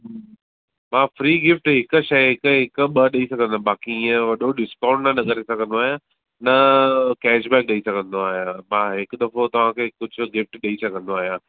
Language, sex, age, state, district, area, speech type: Sindhi, male, 30-45, Maharashtra, Thane, urban, conversation